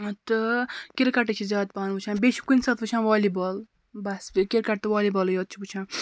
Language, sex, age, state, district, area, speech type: Kashmiri, female, 45-60, Jammu and Kashmir, Baramulla, rural, spontaneous